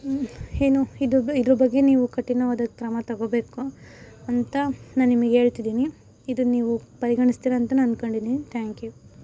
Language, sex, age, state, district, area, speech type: Kannada, female, 18-30, Karnataka, Davanagere, rural, spontaneous